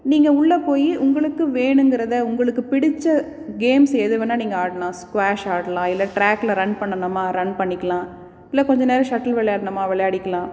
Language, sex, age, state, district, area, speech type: Tamil, female, 30-45, Tamil Nadu, Salem, urban, spontaneous